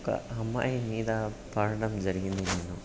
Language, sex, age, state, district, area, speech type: Telugu, male, 30-45, Telangana, Siddipet, rural, spontaneous